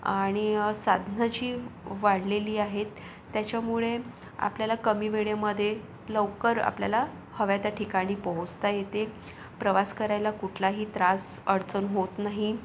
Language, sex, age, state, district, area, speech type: Marathi, female, 45-60, Maharashtra, Yavatmal, urban, spontaneous